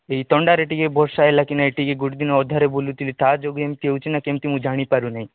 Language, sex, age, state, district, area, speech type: Odia, male, 30-45, Odisha, Nabarangpur, urban, conversation